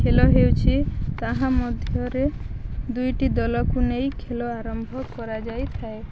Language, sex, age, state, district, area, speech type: Odia, female, 18-30, Odisha, Balangir, urban, spontaneous